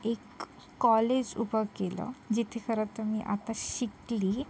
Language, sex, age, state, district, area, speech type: Marathi, female, 18-30, Maharashtra, Sindhudurg, rural, spontaneous